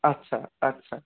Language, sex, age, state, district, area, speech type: Bengali, male, 18-30, West Bengal, Darjeeling, rural, conversation